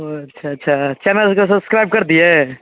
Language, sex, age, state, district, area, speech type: Hindi, male, 30-45, Bihar, Darbhanga, rural, conversation